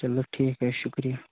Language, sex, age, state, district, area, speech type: Kashmiri, male, 30-45, Jammu and Kashmir, Kupwara, rural, conversation